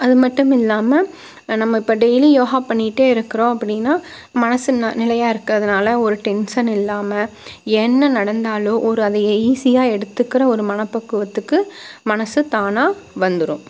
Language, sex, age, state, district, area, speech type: Tamil, female, 30-45, Tamil Nadu, Tiruppur, rural, spontaneous